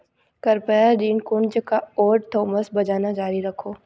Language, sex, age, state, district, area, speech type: Hindi, female, 18-30, Madhya Pradesh, Ujjain, rural, read